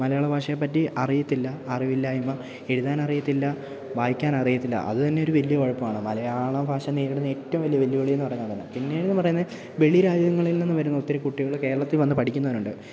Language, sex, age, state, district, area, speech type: Malayalam, male, 18-30, Kerala, Idukki, rural, spontaneous